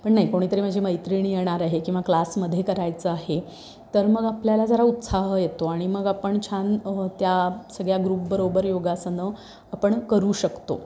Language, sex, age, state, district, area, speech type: Marathi, female, 30-45, Maharashtra, Sangli, urban, spontaneous